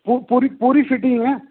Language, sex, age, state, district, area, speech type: Dogri, male, 30-45, Jammu and Kashmir, Reasi, urban, conversation